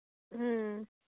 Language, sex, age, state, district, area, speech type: Manipuri, female, 30-45, Manipur, Imphal East, rural, conversation